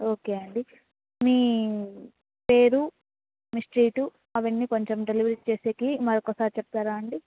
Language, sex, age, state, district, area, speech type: Telugu, female, 18-30, Andhra Pradesh, Annamaya, rural, conversation